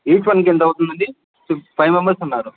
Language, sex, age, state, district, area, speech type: Telugu, male, 30-45, Andhra Pradesh, Kadapa, rural, conversation